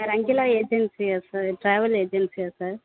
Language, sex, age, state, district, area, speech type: Tamil, female, 30-45, Tamil Nadu, Thanjavur, urban, conversation